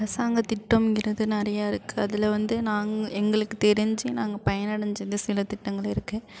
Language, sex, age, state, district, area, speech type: Tamil, female, 30-45, Tamil Nadu, Thanjavur, urban, spontaneous